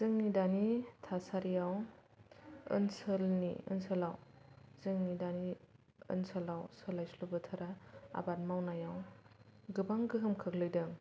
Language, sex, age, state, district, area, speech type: Bodo, female, 30-45, Assam, Kokrajhar, rural, spontaneous